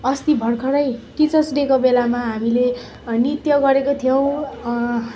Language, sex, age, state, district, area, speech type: Nepali, female, 18-30, West Bengal, Darjeeling, rural, spontaneous